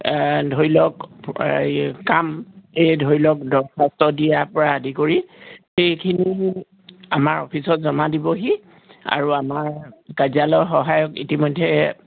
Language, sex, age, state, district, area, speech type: Assamese, male, 45-60, Assam, Charaideo, urban, conversation